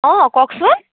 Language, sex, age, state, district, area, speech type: Assamese, female, 18-30, Assam, Kamrup Metropolitan, urban, conversation